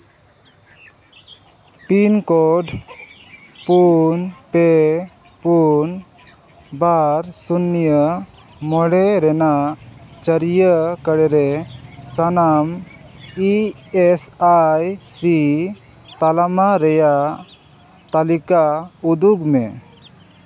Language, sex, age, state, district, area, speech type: Santali, male, 30-45, Jharkhand, Seraikela Kharsawan, rural, read